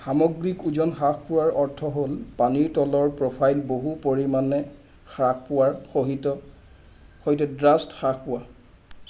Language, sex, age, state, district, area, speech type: Assamese, male, 45-60, Assam, Charaideo, urban, read